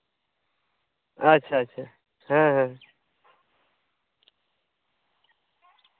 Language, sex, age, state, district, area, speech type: Santali, male, 18-30, West Bengal, Purulia, rural, conversation